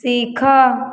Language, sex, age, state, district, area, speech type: Odia, female, 30-45, Odisha, Khordha, rural, read